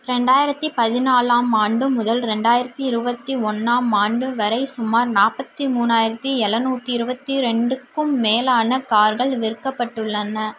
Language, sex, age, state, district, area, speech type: Tamil, female, 30-45, Tamil Nadu, Madurai, urban, read